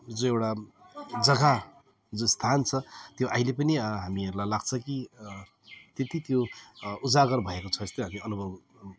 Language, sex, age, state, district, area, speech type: Nepali, male, 30-45, West Bengal, Alipurduar, urban, spontaneous